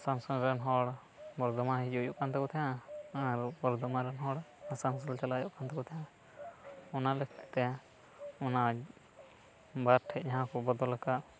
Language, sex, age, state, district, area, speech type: Santali, male, 18-30, West Bengal, Purba Bardhaman, rural, spontaneous